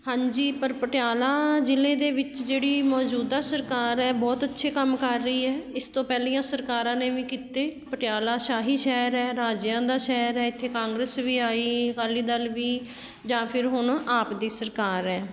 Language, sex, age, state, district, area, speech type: Punjabi, female, 30-45, Punjab, Patiala, rural, spontaneous